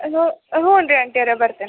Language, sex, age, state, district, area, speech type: Kannada, female, 18-30, Karnataka, Dharwad, urban, conversation